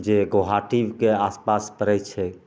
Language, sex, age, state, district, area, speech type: Maithili, male, 30-45, Bihar, Begusarai, urban, spontaneous